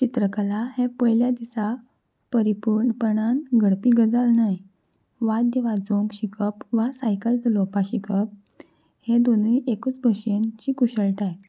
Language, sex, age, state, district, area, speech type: Goan Konkani, female, 18-30, Goa, Salcete, urban, spontaneous